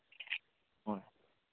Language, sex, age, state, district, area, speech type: Manipuri, male, 30-45, Manipur, Ukhrul, urban, conversation